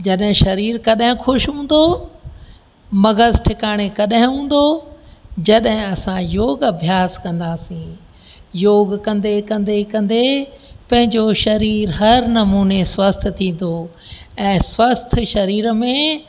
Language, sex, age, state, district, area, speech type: Sindhi, female, 60+, Rajasthan, Ajmer, urban, spontaneous